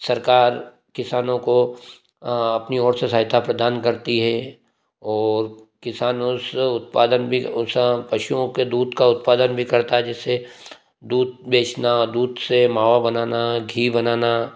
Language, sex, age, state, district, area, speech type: Hindi, male, 30-45, Madhya Pradesh, Ujjain, rural, spontaneous